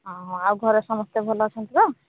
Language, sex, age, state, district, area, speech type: Odia, female, 30-45, Odisha, Sambalpur, rural, conversation